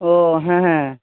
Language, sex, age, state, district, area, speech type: Bengali, male, 30-45, West Bengal, Jhargram, rural, conversation